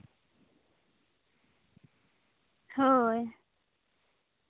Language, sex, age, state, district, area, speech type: Santali, female, 18-30, Jharkhand, Seraikela Kharsawan, rural, conversation